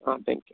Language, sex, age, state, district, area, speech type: Kannada, male, 60+, Karnataka, Tumkur, rural, conversation